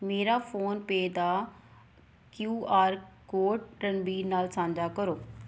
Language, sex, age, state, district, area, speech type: Punjabi, female, 30-45, Punjab, Pathankot, urban, read